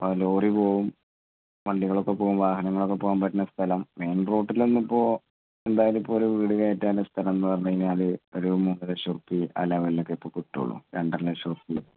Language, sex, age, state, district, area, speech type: Malayalam, male, 30-45, Kerala, Malappuram, rural, conversation